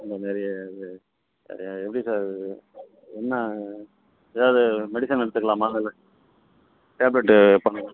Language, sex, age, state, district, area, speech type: Tamil, male, 60+, Tamil Nadu, Virudhunagar, rural, conversation